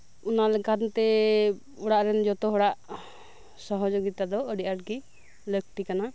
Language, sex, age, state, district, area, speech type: Santali, female, 30-45, West Bengal, Birbhum, rural, spontaneous